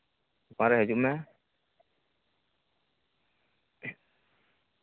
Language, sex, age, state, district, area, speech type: Santali, male, 30-45, West Bengal, Paschim Bardhaman, rural, conversation